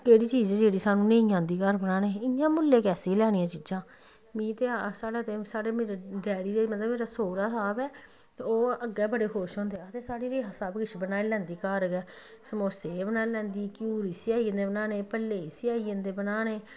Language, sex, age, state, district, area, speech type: Dogri, female, 30-45, Jammu and Kashmir, Samba, rural, spontaneous